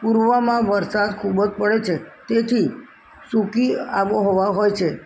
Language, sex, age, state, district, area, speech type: Gujarati, female, 60+, Gujarat, Kheda, rural, spontaneous